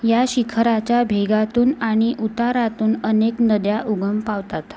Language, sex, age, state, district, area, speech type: Marathi, female, 18-30, Maharashtra, Amravati, urban, read